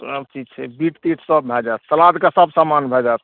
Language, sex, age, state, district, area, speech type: Maithili, male, 60+, Bihar, Madhepura, urban, conversation